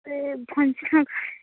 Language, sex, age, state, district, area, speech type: Odia, female, 18-30, Odisha, Ganjam, urban, conversation